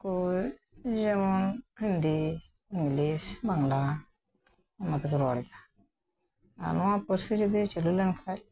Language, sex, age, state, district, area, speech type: Santali, female, 60+, West Bengal, Bankura, rural, spontaneous